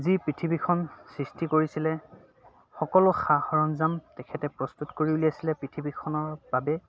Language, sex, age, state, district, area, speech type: Assamese, male, 30-45, Assam, Dhemaji, urban, spontaneous